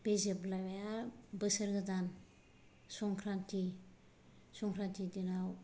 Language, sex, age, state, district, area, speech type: Bodo, female, 45-60, Assam, Kokrajhar, rural, spontaneous